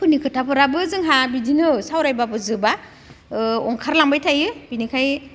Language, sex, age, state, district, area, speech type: Bodo, female, 45-60, Assam, Udalguri, rural, spontaneous